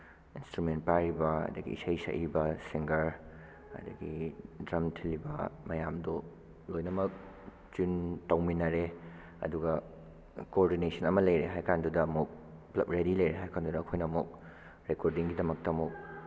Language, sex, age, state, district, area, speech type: Manipuri, male, 18-30, Manipur, Bishnupur, rural, spontaneous